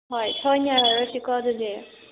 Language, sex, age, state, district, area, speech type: Manipuri, female, 18-30, Manipur, Tengnoupal, rural, conversation